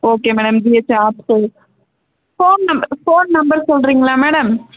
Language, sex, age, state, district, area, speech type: Tamil, female, 18-30, Tamil Nadu, Dharmapuri, urban, conversation